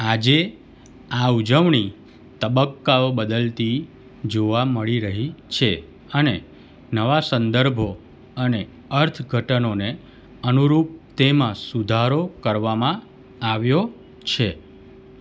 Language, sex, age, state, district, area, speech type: Gujarati, male, 45-60, Gujarat, Surat, rural, read